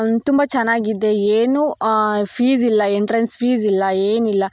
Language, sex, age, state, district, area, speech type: Kannada, female, 18-30, Karnataka, Tumkur, urban, spontaneous